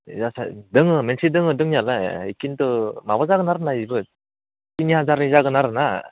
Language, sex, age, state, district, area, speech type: Bodo, male, 18-30, Assam, Udalguri, urban, conversation